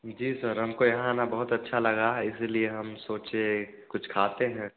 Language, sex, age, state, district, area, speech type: Hindi, male, 18-30, Bihar, Samastipur, rural, conversation